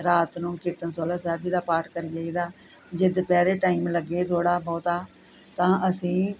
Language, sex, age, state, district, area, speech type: Punjabi, female, 45-60, Punjab, Gurdaspur, rural, spontaneous